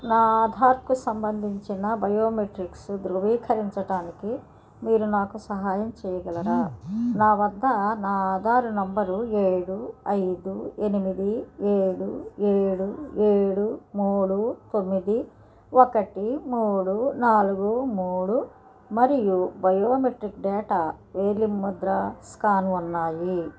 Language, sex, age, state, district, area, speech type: Telugu, female, 60+, Andhra Pradesh, Krishna, rural, read